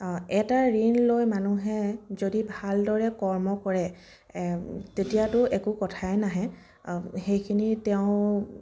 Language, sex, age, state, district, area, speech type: Assamese, female, 30-45, Assam, Sivasagar, rural, spontaneous